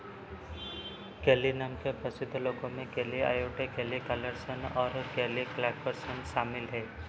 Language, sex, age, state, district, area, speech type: Hindi, male, 18-30, Madhya Pradesh, Seoni, urban, read